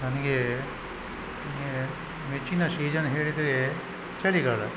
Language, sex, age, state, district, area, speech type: Kannada, male, 60+, Karnataka, Udupi, rural, spontaneous